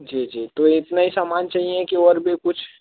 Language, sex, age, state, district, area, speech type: Hindi, male, 18-30, Madhya Pradesh, Harda, urban, conversation